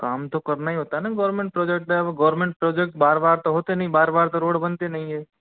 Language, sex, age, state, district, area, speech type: Hindi, male, 45-60, Rajasthan, Karauli, rural, conversation